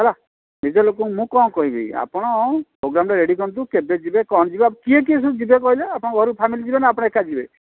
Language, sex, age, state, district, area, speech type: Odia, male, 60+, Odisha, Kandhamal, rural, conversation